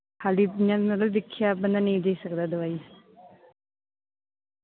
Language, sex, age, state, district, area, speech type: Dogri, female, 18-30, Jammu and Kashmir, Samba, urban, conversation